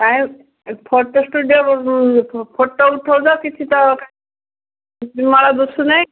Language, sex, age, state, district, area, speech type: Odia, female, 60+, Odisha, Gajapati, rural, conversation